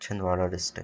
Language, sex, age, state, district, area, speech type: Hindi, male, 18-30, Madhya Pradesh, Balaghat, rural, spontaneous